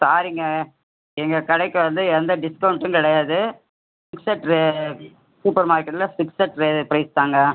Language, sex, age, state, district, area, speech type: Tamil, female, 60+, Tamil Nadu, Cuddalore, urban, conversation